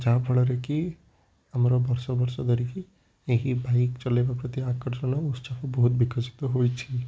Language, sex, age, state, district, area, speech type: Odia, male, 18-30, Odisha, Puri, urban, spontaneous